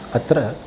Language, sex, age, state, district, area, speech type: Sanskrit, male, 45-60, Tamil Nadu, Chennai, urban, spontaneous